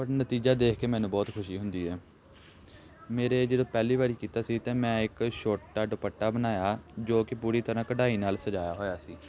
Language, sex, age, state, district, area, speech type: Punjabi, male, 18-30, Punjab, Gurdaspur, rural, spontaneous